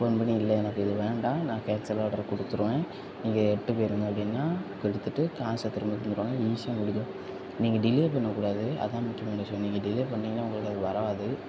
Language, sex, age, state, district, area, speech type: Tamil, male, 18-30, Tamil Nadu, Tirunelveli, rural, spontaneous